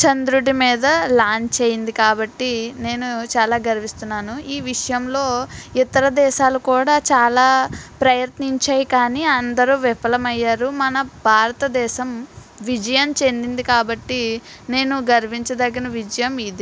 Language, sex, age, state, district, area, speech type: Telugu, female, 60+, Andhra Pradesh, Kakinada, rural, spontaneous